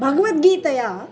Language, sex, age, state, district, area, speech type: Sanskrit, female, 45-60, Andhra Pradesh, Nellore, urban, spontaneous